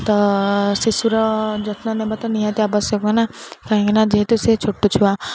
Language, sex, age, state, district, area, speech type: Odia, female, 18-30, Odisha, Ganjam, urban, spontaneous